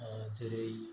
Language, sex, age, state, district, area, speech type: Bodo, male, 30-45, Assam, Chirang, rural, spontaneous